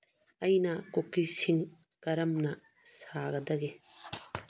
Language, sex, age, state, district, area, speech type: Manipuri, female, 45-60, Manipur, Churachandpur, urban, read